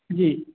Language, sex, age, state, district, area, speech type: Hindi, male, 18-30, Bihar, Begusarai, rural, conversation